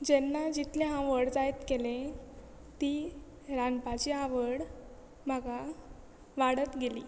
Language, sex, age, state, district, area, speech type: Goan Konkani, female, 18-30, Goa, Quepem, rural, spontaneous